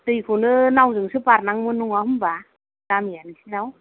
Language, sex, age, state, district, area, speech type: Bodo, female, 30-45, Assam, Kokrajhar, rural, conversation